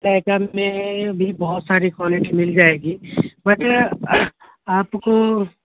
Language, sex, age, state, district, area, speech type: Urdu, male, 18-30, Bihar, Khagaria, rural, conversation